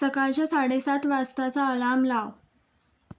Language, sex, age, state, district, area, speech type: Marathi, female, 18-30, Maharashtra, Raigad, rural, read